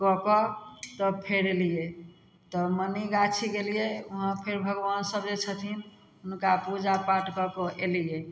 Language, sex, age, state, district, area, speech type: Maithili, female, 60+, Bihar, Samastipur, rural, spontaneous